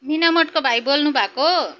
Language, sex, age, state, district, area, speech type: Nepali, female, 45-60, West Bengal, Jalpaiguri, urban, spontaneous